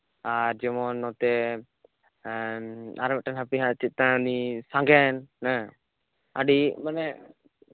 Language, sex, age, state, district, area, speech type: Santali, male, 18-30, West Bengal, Bankura, rural, conversation